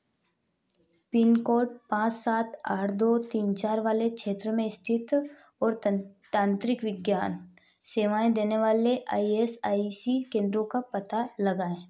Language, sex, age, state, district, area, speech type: Hindi, female, 18-30, Madhya Pradesh, Ujjain, rural, read